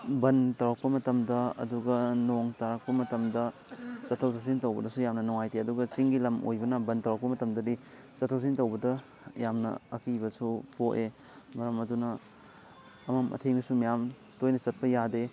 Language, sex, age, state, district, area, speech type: Manipuri, male, 18-30, Manipur, Thoubal, rural, spontaneous